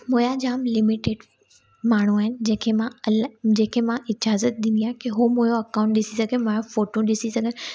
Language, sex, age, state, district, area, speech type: Sindhi, female, 18-30, Gujarat, Surat, urban, spontaneous